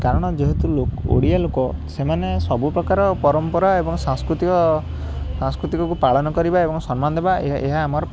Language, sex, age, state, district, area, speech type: Odia, male, 18-30, Odisha, Puri, urban, spontaneous